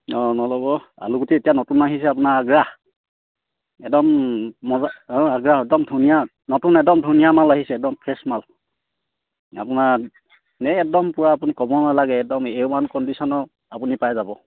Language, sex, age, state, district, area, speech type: Assamese, male, 18-30, Assam, Sivasagar, rural, conversation